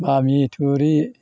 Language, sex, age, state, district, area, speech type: Bodo, male, 60+, Assam, Chirang, rural, spontaneous